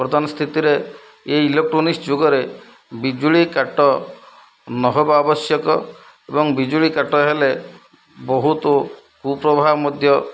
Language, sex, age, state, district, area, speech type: Odia, male, 45-60, Odisha, Kendrapara, urban, spontaneous